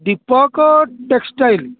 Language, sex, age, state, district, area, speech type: Odia, male, 45-60, Odisha, Kendujhar, urban, conversation